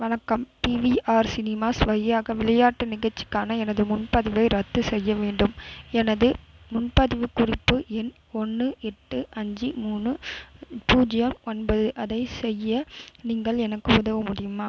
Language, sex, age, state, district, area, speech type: Tamil, female, 18-30, Tamil Nadu, Vellore, urban, read